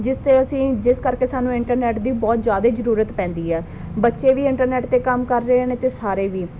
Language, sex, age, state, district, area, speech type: Punjabi, female, 18-30, Punjab, Muktsar, urban, spontaneous